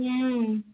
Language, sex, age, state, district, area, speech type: Odia, female, 60+, Odisha, Angul, rural, conversation